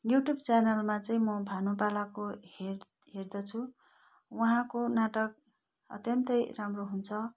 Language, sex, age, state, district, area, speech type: Nepali, female, 45-60, West Bengal, Darjeeling, rural, spontaneous